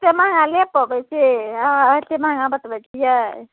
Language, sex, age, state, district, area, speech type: Maithili, female, 45-60, Bihar, Muzaffarpur, rural, conversation